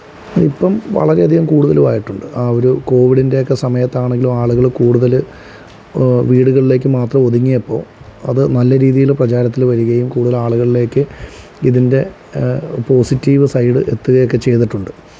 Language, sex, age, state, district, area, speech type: Malayalam, male, 30-45, Kerala, Alappuzha, rural, spontaneous